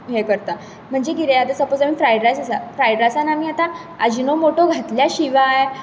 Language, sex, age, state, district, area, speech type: Goan Konkani, female, 18-30, Goa, Bardez, urban, spontaneous